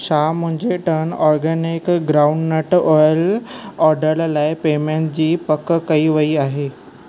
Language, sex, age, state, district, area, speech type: Sindhi, male, 18-30, Maharashtra, Thane, urban, read